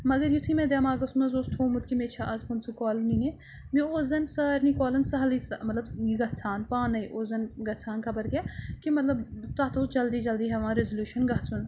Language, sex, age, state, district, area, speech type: Kashmiri, female, 30-45, Jammu and Kashmir, Srinagar, urban, spontaneous